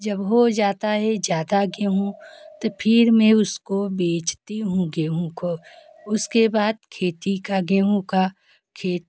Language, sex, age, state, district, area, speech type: Hindi, female, 30-45, Uttar Pradesh, Jaunpur, rural, spontaneous